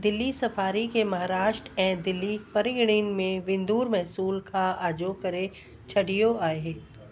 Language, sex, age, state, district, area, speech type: Sindhi, female, 45-60, Delhi, South Delhi, urban, read